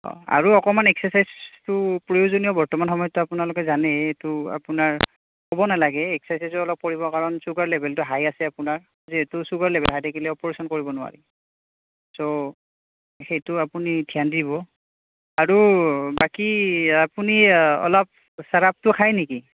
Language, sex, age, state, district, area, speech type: Assamese, male, 18-30, Assam, Nalbari, rural, conversation